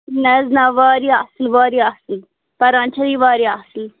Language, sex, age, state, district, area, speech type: Kashmiri, female, 18-30, Jammu and Kashmir, Budgam, rural, conversation